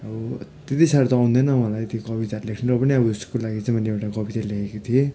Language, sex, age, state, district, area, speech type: Nepali, male, 30-45, West Bengal, Darjeeling, rural, spontaneous